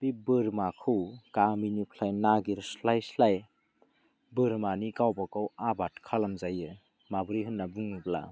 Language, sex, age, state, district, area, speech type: Bodo, male, 18-30, Assam, Udalguri, rural, spontaneous